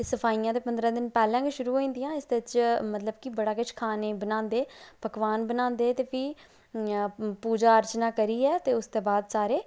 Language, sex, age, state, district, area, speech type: Dogri, female, 30-45, Jammu and Kashmir, Udhampur, rural, spontaneous